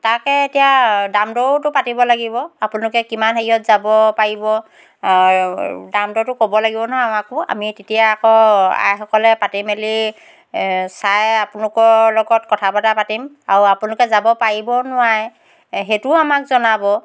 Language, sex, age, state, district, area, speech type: Assamese, female, 60+, Assam, Dhemaji, rural, spontaneous